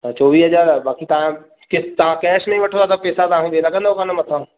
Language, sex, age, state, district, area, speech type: Sindhi, male, 30-45, Madhya Pradesh, Katni, urban, conversation